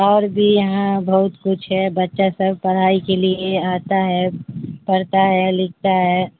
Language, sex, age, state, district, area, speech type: Urdu, female, 45-60, Bihar, Supaul, rural, conversation